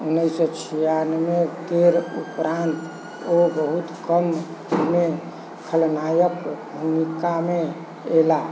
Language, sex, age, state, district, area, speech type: Maithili, male, 45-60, Bihar, Sitamarhi, rural, read